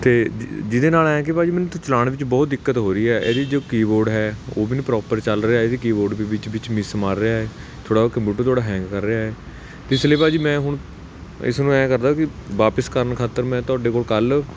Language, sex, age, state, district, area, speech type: Punjabi, male, 18-30, Punjab, Kapurthala, urban, spontaneous